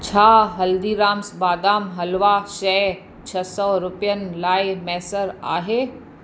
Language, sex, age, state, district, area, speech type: Sindhi, female, 45-60, Maharashtra, Mumbai Suburban, urban, read